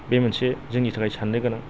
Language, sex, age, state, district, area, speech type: Bodo, male, 45-60, Assam, Kokrajhar, rural, spontaneous